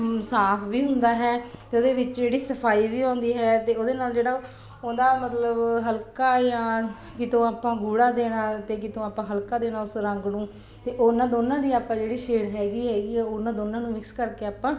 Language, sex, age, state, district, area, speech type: Punjabi, female, 30-45, Punjab, Bathinda, urban, spontaneous